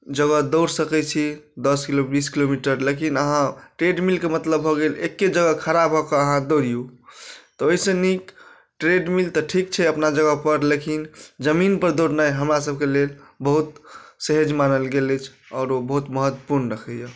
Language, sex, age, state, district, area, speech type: Maithili, male, 45-60, Bihar, Madhubani, urban, spontaneous